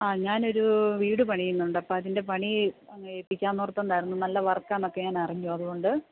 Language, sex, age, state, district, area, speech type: Malayalam, female, 45-60, Kerala, Idukki, rural, conversation